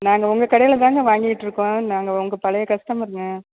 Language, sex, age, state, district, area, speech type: Tamil, female, 45-60, Tamil Nadu, Thanjavur, rural, conversation